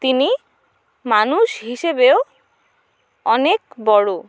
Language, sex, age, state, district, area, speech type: Bengali, female, 30-45, West Bengal, Jalpaiguri, rural, spontaneous